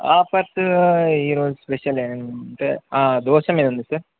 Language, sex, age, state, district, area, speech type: Telugu, male, 18-30, Telangana, Jangaon, rural, conversation